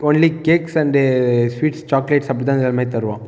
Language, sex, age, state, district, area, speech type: Tamil, male, 18-30, Tamil Nadu, Viluppuram, urban, spontaneous